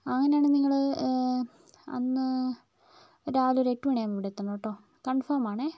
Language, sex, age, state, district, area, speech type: Malayalam, female, 45-60, Kerala, Wayanad, rural, spontaneous